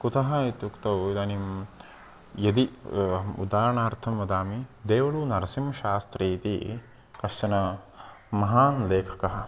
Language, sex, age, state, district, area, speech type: Sanskrit, male, 30-45, Karnataka, Uttara Kannada, rural, spontaneous